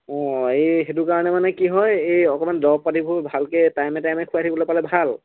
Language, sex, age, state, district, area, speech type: Assamese, male, 30-45, Assam, Golaghat, urban, conversation